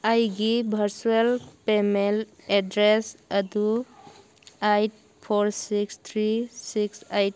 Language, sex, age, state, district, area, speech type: Manipuri, female, 45-60, Manipur, Churachandpur, urban, read